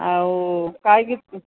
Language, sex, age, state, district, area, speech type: Odia, female, 60+, Odisha, Angul, rural, conversation